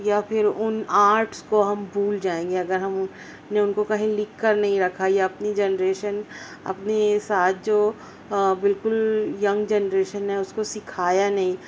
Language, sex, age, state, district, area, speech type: Urdu, female, 30-45, Maharashtra, Nashik, urban, spontaneous